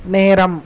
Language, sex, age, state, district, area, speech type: Tamil, male, 18-30, Tamil Nadu, Tirunelveli, rural, read